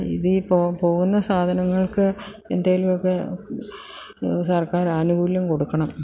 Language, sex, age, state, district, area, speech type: Malayalam, female, 60+, Kerala, Idukki, rural, spontaneous